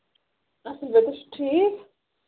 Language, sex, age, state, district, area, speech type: Kashmiri, female, 18-30, Jammu and Kashmir, Budgam, rural, conversation